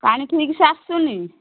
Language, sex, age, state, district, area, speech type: Odia, female, 30-45, Odisha, Nayagarh, rural, conversation